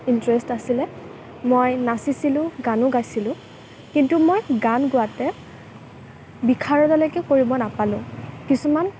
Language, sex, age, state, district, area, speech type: Assamese, female, 18-30, Assam, Kamrup Metropolitan, urban, spontaneous